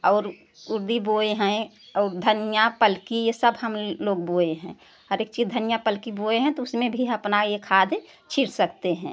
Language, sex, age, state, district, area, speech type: Hindi, female, 60+, Uttar Pradesh, Prayagraj, urban, spontaneous